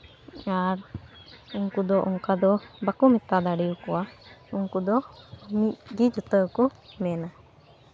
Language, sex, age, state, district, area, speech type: Santali, female, 18-30, West Bengal, Malda, rural, spontaneous